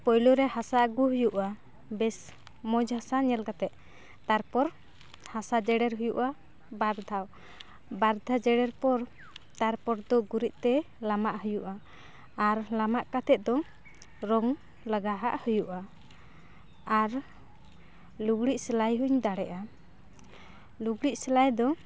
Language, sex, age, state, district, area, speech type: Santali, female, 18-30, West Bengal, Purulia, rural, spontaneous